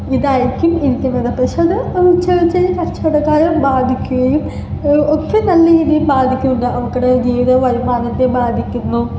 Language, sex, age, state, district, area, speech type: Malayalam, female, 18-30, Kerala, Ernakulam, rural, spontaneous